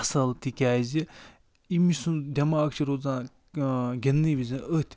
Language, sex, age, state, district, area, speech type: Kashmiri, male, 45-60, Jammu and Kashmir, Budgam, rural, spontaneous